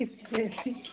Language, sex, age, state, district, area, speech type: Odia, female, 45-60, Odisha, Angul, rural, conversation